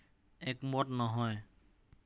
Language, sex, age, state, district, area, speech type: Assamese, male, 18-30, Assam, Nagaon, rural, read